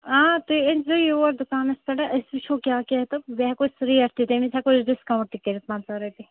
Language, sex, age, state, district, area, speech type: Kashmiri, female, 18-30, Jammu and Kashmir, Srinagar, urban, conversation